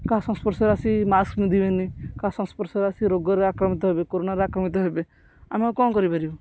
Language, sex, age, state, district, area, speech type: Odia, male, 18-30, Odisha, Jagatsinghpur, rural, spontaneous